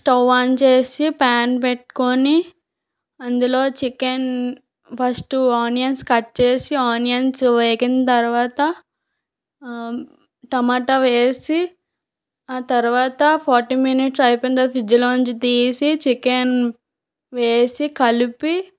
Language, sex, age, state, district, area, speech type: Telugu, female, 18-30, Andhra Pradesh, Anakapalli, rural, spontaneous